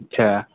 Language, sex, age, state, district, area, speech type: Urdu, male, 18-30, Bihar, Purnia, rural, conversation